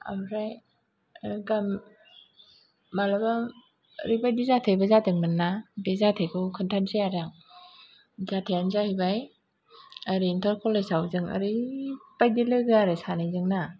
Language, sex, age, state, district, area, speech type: Bodo, female, 45-60, Assam, Kokrajhar, urban, spontaneous